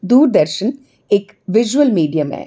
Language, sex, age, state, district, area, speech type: Dogri, female, 45-60, Jammu and Kashmir, Jammu, urban, read